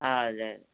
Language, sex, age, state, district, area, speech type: Malayalam, male, 18-30, Kerala, Malappuram, rural, conversation